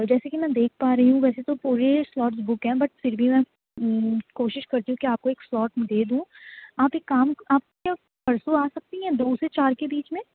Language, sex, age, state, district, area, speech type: Urdu, female, 18-30, Delhi, East Delhi, urban, conversation